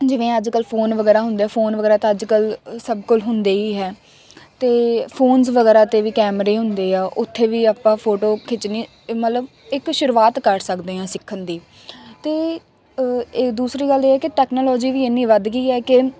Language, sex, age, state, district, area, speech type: Punjabi, female, 18-30, Punjab, Faridkot, urban, spontaneous